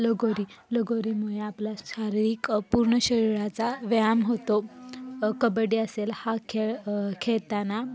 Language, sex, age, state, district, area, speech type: Marathi, female, 18-30, Maharashtra, Satara, urban, spontaneous